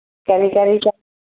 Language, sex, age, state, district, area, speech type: Manipuri, female, 45-60, Manipur, Churachandpur, urban, conversation